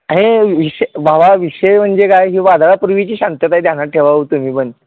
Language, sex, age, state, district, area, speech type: Marathi, male, 30-45, Maharashtra, Sangli, urban, conversation